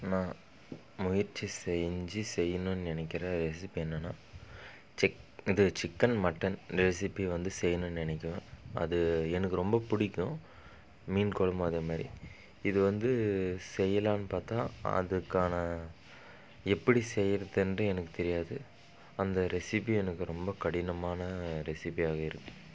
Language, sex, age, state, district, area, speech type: Tamil, male, 30-45, Tamil Nadu, Dharmapuri, rural, spontaneous